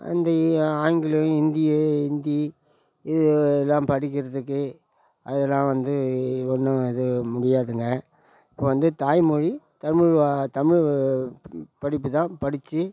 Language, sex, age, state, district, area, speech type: Tamil, male, 60+, Tamil Nadu, Tiruvannamalai, rural, spontaneous